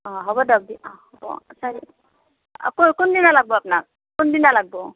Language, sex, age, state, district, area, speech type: Assamese, female, 60+, Assam, Morigaon, rural, conversation